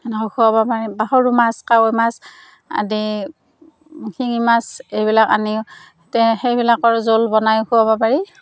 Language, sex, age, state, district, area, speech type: Assamese, female, 45-60, Assam, Darrang, rural, spontaneous